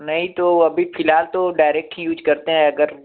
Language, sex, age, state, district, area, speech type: Hindi, male, 18-30, Uttar Pradesh, Varanasi, urban, conversation